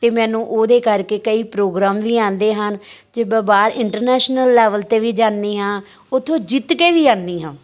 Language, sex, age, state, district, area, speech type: Punjabi, female, 45-60, Punjab, Amritsar, urban, spontaneous